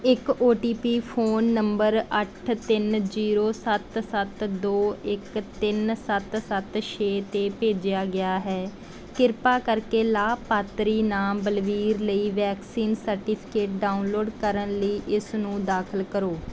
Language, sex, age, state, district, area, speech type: Punjabi, female, 18-30, Punjab, Bathinda, rural, read